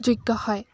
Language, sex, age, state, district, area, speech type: Assamese, female, 30-45, Assam, Dibrugarh, rural, spontaneous